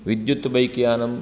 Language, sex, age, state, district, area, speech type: Sanskrit, male, 30-45, Karnataka, Dakshina Kannada, rural, spontaneous